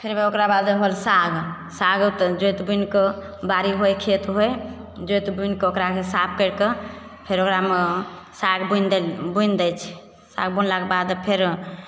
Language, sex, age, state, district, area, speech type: Maithili, female, 30-45, Bihar, Begusarai, rural, spontaneous